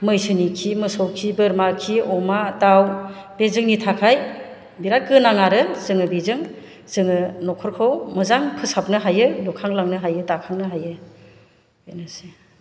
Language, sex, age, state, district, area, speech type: Bodo, female, 45-60, Assam, Chirang, rural, spontaneous